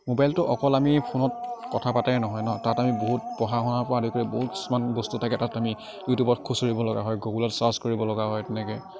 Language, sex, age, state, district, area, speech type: Assamese, male, 18-30, Assam, Kamrup Metropolitan, urban, spontaneous